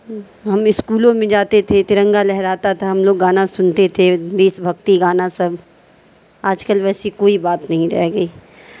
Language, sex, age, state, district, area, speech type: Urdu, female, 18-30, Bihar, Darbhanga, rural, spontaneous